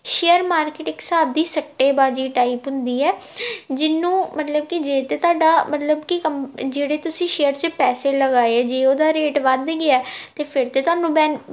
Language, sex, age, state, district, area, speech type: Punjabi, female, 18-30, Punjab, Tarn Taran, urban, spontaneous